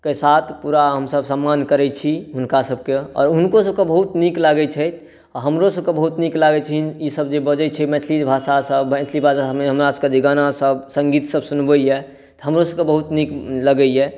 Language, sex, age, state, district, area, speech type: Maithili, male, 18-30, Bihar, Saharsa, rural, spontaneous